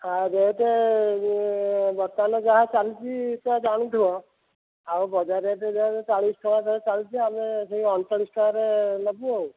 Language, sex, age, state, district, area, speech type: Odia, male, 45-60, Odisha, Dhenkanal, rural, conversation